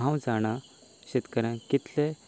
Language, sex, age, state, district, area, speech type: Goan Konkani, male, 18-30, Goa, Canacona, rural, spontaneous